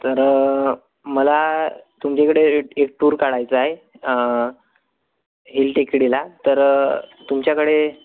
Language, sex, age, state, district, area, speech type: Marathi, male, 18-30, Maharashtra, Gadchiroli, rural, conversation